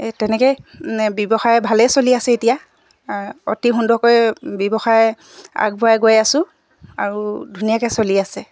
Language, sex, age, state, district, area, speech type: Assamese, female, 45-60, Assam, Dibrugarh, rural, spontaneous